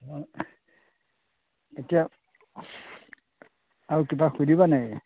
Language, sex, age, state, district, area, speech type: Assamese, male, 60+, Assam, Majuli, urban, conversation